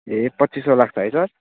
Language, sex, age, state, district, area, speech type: Nepali, male, 18-30, West Bengal, Jalpaiguri, urban, conversation